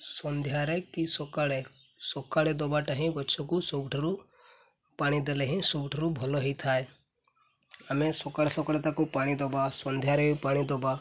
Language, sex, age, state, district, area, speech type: Odia, male, 18-30, Odisha, Mayurbhanj, rural, spontaneous